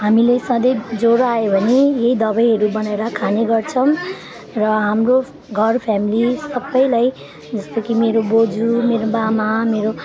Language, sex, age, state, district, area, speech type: Nepali, female, 18-30, West Bengal, Alipurduar, urban, spontaneous